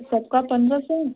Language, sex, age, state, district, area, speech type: Hindi, female, 18-30, Uttar Pradesh, Azamgarh, rural, conversation